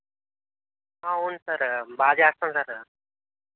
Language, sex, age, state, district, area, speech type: Telugu, male, 30-45, Andhra Pradesh, East Godavari, urban, conversation